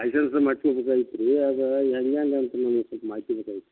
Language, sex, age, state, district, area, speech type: Kannada, male, 45-60, Karnataka, Belgaum, rural, conversation